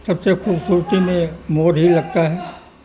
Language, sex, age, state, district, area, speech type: Urdu, male, 60+, Uttar Pradesh, Mirzapur, rural, spontaneous